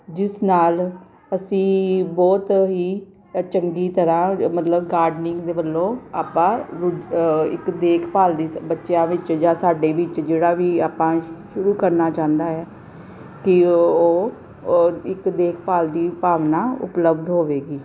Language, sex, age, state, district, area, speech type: Punjabi, female, 45-60, Punjab, Gurdaspur, urban, spontaneous